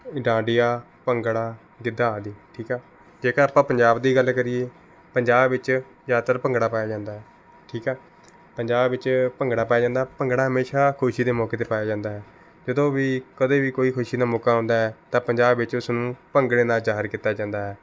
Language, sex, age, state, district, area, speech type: Punjabi, male, 18-30, Punjab, Rupnagar, urban, spontaneous